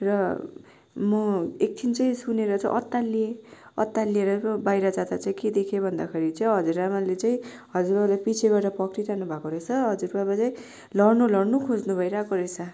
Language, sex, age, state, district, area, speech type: Nepali, female, 18-30, West Bengal, Darjeeling, rural, spontaneous